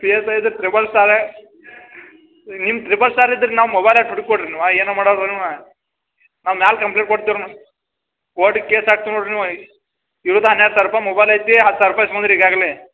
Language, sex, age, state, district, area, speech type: Kannada, male, 30-45, Karnataka, Belgaum, rural, conversation